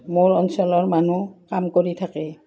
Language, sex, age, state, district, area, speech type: Assamese, female, 45-60, Assam, Udalguri, rural, spontaneous